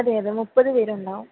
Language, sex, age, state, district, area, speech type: Malayalam, female, 30-45, Kerala, Kottayam, urban, conversation